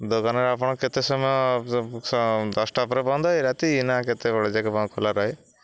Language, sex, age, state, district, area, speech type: Odia, male, 45-60, Odisha, Jagatsinghpur, rural, spontaneous